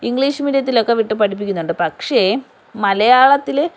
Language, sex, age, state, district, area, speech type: Malayalam, female, 30-45, Kerala, Kollam, rural, spontaneous